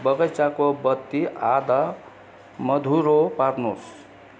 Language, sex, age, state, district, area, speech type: Nepali, male, 60+, West Bengal, Kalimpong, rural, read